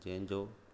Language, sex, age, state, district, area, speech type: Sindhi, male, 30-45, Gujarat, Kutch, rural, spontaneous